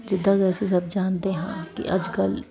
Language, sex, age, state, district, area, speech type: Punjabi, female, 30-45, Punjab, Kapurthala, urban, spontaneous